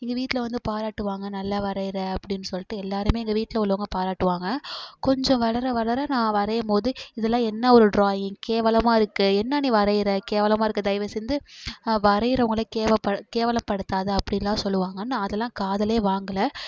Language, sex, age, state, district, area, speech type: Tamil, female, 18-30, Tamil Nadu, Mayiladuthurai, urban, spontaneous